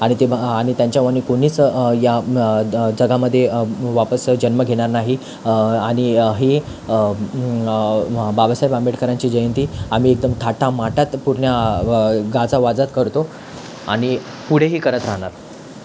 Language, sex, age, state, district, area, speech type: Marathi, male, 18-30, Maharashtra, Thane, urban, spontaneous